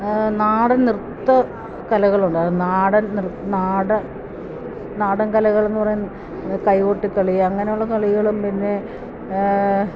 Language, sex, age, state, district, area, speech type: Malayalam, female, 45-60, Kerala, Kottayam, rural, spontaneous